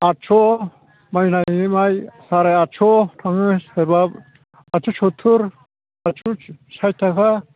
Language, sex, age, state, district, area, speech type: Bodo, male, 45-60, Assam, Chirang, rural, conversation